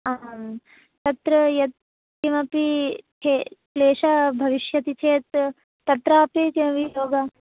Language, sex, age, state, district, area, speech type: Sanskrit, female, 18-30, Telangana, Hyderabad, urban, conversation